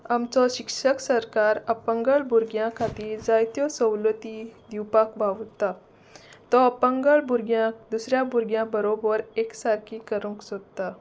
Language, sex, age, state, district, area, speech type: Goan Konkani, female, 30-45, Goa, Salcete, rural, spontaneous